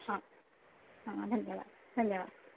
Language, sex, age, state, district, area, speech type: Marathi, female, 18-30, Maharashtra, Ratnagiri, rural, conversation